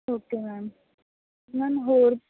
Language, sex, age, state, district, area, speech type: Punjabi, female, 18-30, Punjab, Faridkot, urban, conversation